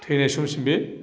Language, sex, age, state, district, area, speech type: Bodo, male, 45-60, Assam, Chirang, urban, spontaneous